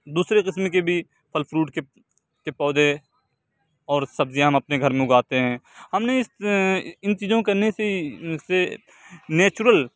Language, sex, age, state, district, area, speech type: Urdu, male, 45-60, Uttar Pradesh, Aligarh, urban, spontaneous